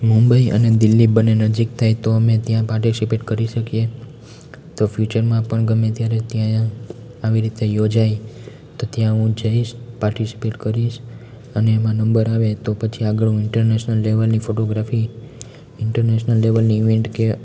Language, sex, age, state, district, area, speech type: Gujarati, male, 18-30, Gujarat, Amreli, rural, spontaneous